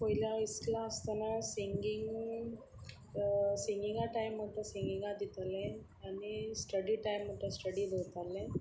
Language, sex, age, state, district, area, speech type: Goan Konkani, female, 45-60, Goa, Sanguem, rural, spontaneous